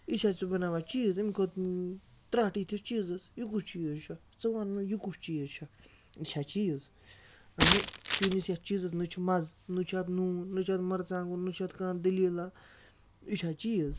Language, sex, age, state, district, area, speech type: Kashmiri, male, 60+, Jammu and Kashmir, Baramulla, rural, spontaneous